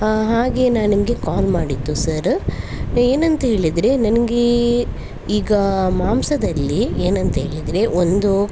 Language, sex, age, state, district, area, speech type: Kannada, female, 18-30, Karnataka, Udupi, rural, spontaneous